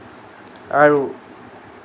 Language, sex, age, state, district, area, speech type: Assamese, male, 45-60, Assam, Lakhimpur, rural, spontaneous